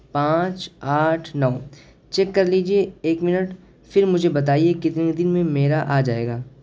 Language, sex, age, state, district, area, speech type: Urdu, male, 18-30, Uttar Pradesh, Siddharthnagar, rural, spontaneous